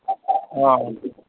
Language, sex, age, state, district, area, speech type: Manipuri, male, 30-45, Manipur, Kangpokpi, urban, conversation